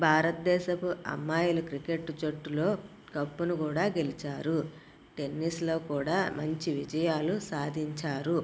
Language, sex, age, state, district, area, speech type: Telugu, female, 30-45, Andhra Pradesh, Konaseema, rural, spontaneous